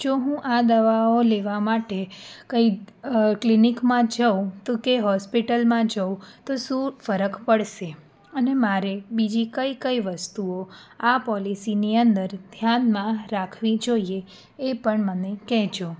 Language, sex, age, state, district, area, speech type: Gujarati, female, 18-30, Gujarat, Anand, urban, spontaneous